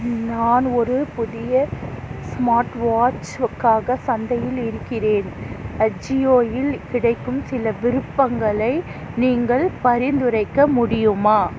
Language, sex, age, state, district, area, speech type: Tamil, female, 30-45, Tamil Nadu, Tiruvallur, urban, read